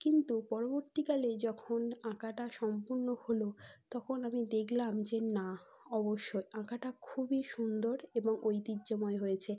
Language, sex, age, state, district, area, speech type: Bengali, female, 18-30, West Bengal, North 24 Parganas, urban, spontaneous